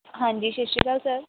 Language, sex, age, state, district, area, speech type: Punjabi, female, 18-30, Punjab, Pathankot, rural, conversation